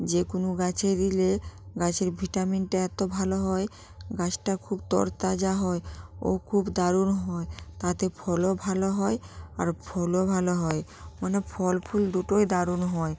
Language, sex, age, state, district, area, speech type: Bengali, female, 45-60, West Bengal, North 24 Parganas, rural, spontaneous